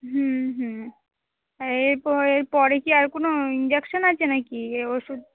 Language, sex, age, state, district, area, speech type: Bengali, female, 30-45, West Bengal, Dakshin Dinajpur, rural, conversation